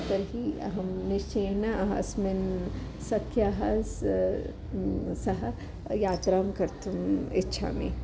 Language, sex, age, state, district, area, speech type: Sanskrit, female, 45-60, Tamil Nadu, Kanyakumari, urban, spontaneous